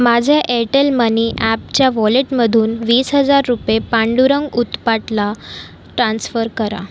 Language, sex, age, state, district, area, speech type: Marathi, female, 30-45, Maharashtra, Nagpur, urban, read